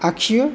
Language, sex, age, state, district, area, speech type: Bodo, male, 60+, Assam, Chirang, rural, spontaneous